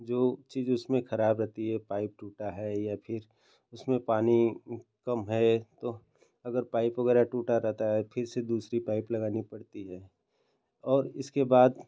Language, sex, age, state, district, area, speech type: Hindi, male, 30-45, Uttar Pradesh, Ghazipur, rural, spontaneous